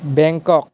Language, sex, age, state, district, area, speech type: Assamese, male, 18-30, Assam, Nalbari, rural, spontaneous